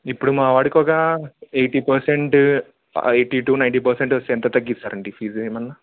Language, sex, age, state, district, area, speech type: Telugu, male, 18-30, Andhra Pradesh, Annamaya, rural, conversation